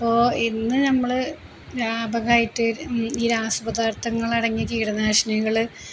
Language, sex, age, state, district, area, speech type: Malayalam, female, 30-45, Kerala, Palakkad, rural, spontaneous